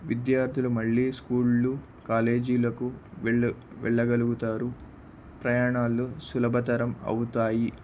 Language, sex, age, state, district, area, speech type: Telugu, male, 18-30, Andhra Pradesh, Palnadu, rural, spontaneous